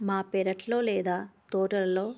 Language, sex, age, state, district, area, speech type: Telugu, female, 18-30, Andhra Pradesh, Krishna, urban, spontaneous